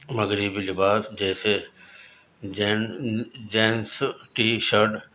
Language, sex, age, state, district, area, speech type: Urdu, male, 60+, Delhi, Central Delhi, urban, spontaneous